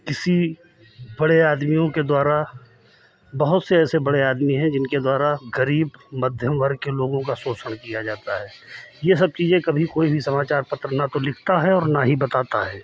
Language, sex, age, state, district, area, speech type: Hindi, male, 45-60, Uttar Pradesh, Lucknow, rural, spontaneous